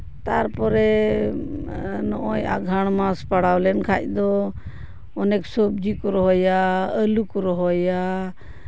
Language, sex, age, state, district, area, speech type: Santali, female, 45-60, West Bengal, Purba Bardhaman, rural, spontaneous